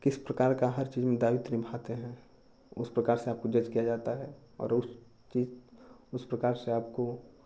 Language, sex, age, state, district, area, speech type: Hindi, male, 18-30, Uttar Pradesh, Chandauli, urban, spontaneous